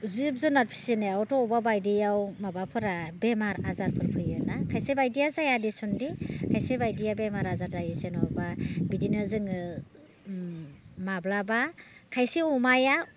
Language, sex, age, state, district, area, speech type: Bodo, female, 45-60, Assam, Baksa, rural, spontaneous